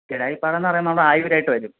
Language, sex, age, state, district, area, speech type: Malayalam, male, 18-30, Kerala, Kollam, rural, conversation